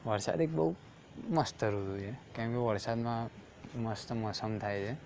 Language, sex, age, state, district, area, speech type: Gujarati, male, 18-30, Gujarat, Aravalli, urban, spontaneous